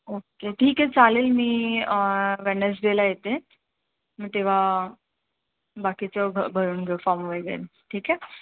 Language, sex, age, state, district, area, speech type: Marathi, female, 30-45, Maharashtra, Mumbai Suburban, urban, conversation